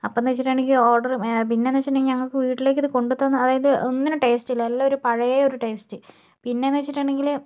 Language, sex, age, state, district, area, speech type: Malayalam, female, 18-30, Kerala, Kozhikode, urban, spontaneous